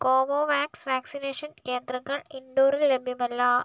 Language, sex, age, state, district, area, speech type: Malayalam, male, 30-45, Kerala, Kozhikode, urban, read